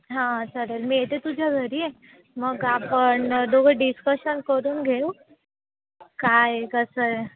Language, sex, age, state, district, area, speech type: Marathi, female, 18-30, Maharashtra, Nashik, urban, conversation